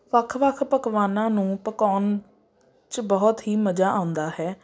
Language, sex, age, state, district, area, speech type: Punjabi, female, 30-45, Punjab, Amritsar, urban, spontaneous